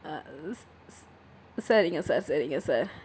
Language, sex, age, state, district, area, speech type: Tamil, female, 60+, Tamil Nadu, Sivaganga, rural, spontaneous